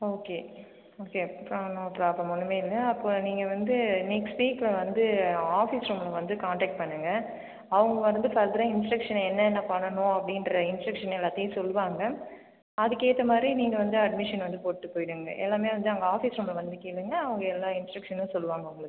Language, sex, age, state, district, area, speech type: Tamil, female, 30-45, Tamil Nadu, Viluppuram, urban, conversation